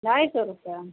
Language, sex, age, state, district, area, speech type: Hindi, female, 60+, Uttar Pradesh, Lucknow, rural, conversation